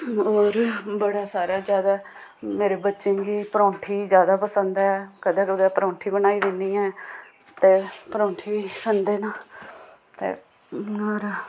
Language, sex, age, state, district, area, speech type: Dogri, female, 30-45, Jammu and Kashmir, Samba, rural, spontaneous